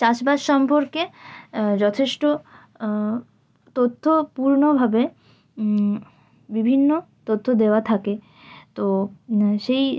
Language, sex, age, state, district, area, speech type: Bengali, female, 18-30, West Bengal, North 24 Parganas, rural, spontaneous